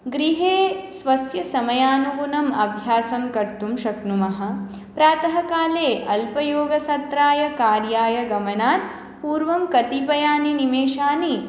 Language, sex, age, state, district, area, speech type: Sanskrit, female, 18-30, West Bengal, Dakshin Dinajpur, urban, spontaneous